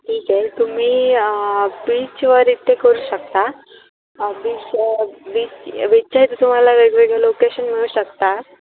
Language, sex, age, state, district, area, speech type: Marathi, female, 18-30, Maharashtra, Sindhudurg, rural, conversation